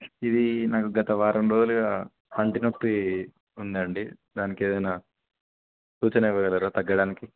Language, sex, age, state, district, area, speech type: Telugu, male, 18-30, Telangana, Kamareddy, urban, conversation